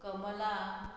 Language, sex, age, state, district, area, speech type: Goan Konkani, female, 45-60, Goa, Murmgao, rural, spontaneous